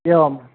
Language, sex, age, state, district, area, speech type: Sanskrit, male, 45-60, Karnataka, Bangalore Urban, urban, conversation